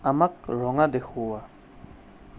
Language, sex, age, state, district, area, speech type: Assamese, male, 30-45, Assam, Sonitpur, rural, read